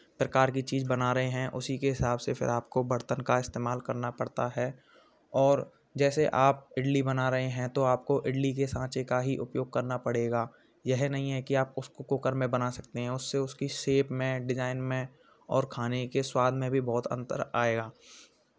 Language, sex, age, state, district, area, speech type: Hindi, male, 18-30, Rajasthan, Bharatpur, urban, spontaneous